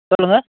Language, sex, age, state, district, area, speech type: Tamil, male, 30-45, Tamil Nadu, Dharmapuri, urban, conversation